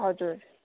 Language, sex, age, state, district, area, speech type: Nepali, female, 18-30, West Bengal, Kalimpong, rural, conversation